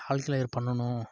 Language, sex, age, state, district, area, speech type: Tamil, male, 18-30, Tamil Nadu, Dharmapuri, rural, spontaneous